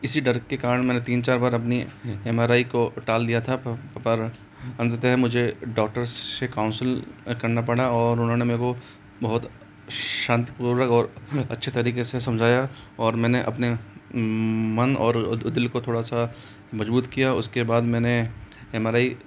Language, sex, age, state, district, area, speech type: Hindi, male, 45-60, Rajasthan, Jaipur, urban, spontaneous